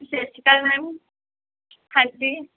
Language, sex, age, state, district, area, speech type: Punjabi, female, 18-30, Punjab, Gurdaspur, rural, conversation